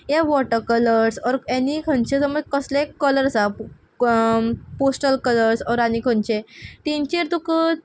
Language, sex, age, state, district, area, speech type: Goan Konkani, female, 18-30, Goa, Quepem, rural, spontaneous